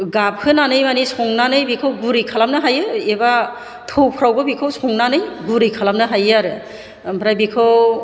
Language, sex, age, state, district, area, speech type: Bodo, female, 45-60, Assam, Chirang, rural, spontaneous